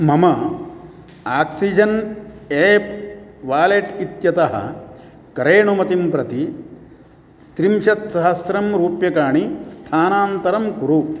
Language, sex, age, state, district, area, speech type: Sanskrit, male, 60+, Karnataka, Uttara Kannada, rural, read